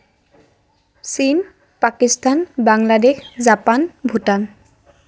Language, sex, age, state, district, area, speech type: Assamese, female, 18-30, Assam, Lakhimpur, rural, spontaneous